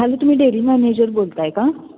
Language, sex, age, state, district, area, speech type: Marathi, female, 18-30, Maharashtra, Kolhapur, urban, conversation